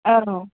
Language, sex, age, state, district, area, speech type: Bodo, female, 30-45, Assam, Kokrajhar, rural, conversation